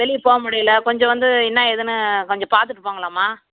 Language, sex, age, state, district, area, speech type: Tamil, female, 30-45, Tamil Nadu, Vellore, urban, conversation